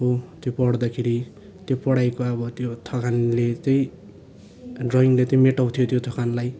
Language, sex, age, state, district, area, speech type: Nepali, male, 18-30, West Bengal, Darjeeling, rural, spontaneous